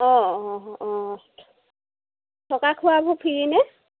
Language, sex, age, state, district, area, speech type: Assamese, female, 30-45, Assam, Sivasagar, rural, conversation